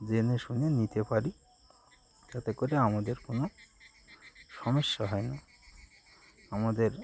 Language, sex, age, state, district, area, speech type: Bengali, male, 30-45, West Bengal, Birbhum, urban, spontaneous